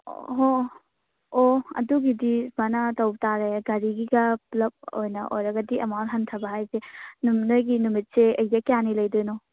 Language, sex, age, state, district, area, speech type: Manipuri, female, 18-30, Manipur, Churachandpur, rural, conversation